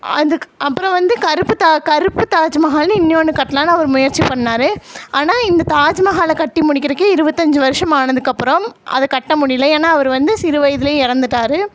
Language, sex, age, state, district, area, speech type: Tamil, female, 18-30, Tamil Nadu, Coimbatore, rural, spontaneous